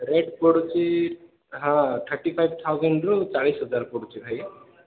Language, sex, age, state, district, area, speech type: Odia, male, 30-45, Odisha, Koraput, urban, conversation